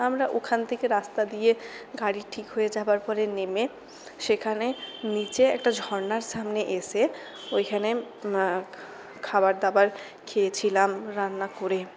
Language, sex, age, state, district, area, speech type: Bengali, female, 60+, West Bengal, Purulia, urban, spontaneous